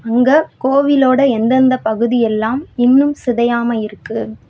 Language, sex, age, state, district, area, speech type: Tamil, female, 18-30, Tamil Nadu, Madurai, rural, read